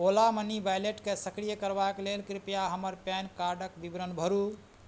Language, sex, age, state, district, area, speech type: Maithili, male, 45-60, Bihar, Madhubani, rural, read